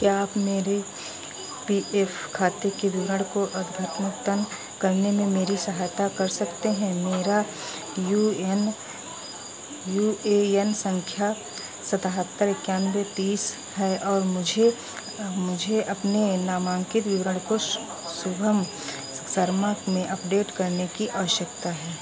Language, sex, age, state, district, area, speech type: Hindi, female, 45-60, Uttar Pradesh, Sitapur, rural, read